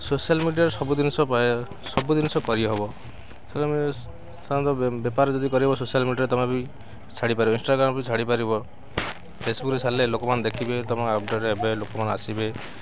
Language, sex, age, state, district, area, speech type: Odia, male, 45-60, Odisha, Kendrapara, urban, spontaneous